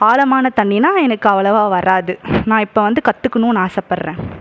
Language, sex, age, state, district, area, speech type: Tamil, male, 45-60, Tamil Nadu, Krishnagiri, rural, spontaneous